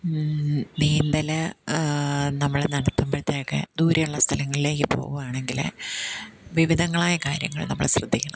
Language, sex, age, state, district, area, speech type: Malayalam, female, 45-60, Kerala, Kottayam, rural, spontaneous